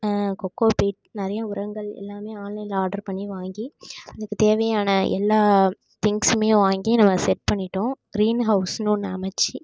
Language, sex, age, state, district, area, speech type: Tamil, female, 18-30, Tamil Nadu, Tiruvarur, rural, spontaneous